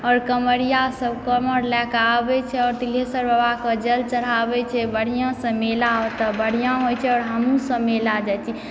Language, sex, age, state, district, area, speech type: Maithili, female, 45-60, Bihar, Supaul, rural, spontaneous